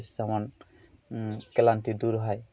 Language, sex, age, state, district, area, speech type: Bengali, male, 30-45, West Bengal, Birbhum, urban, spontaneous